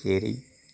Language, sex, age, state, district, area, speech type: Bodo, male, 60+, Assam, Kokrajhar, urban, spontaneous